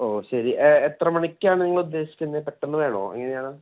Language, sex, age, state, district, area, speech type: Malayalam, male, 18-30, Kerala, Thrissur, urban, conversation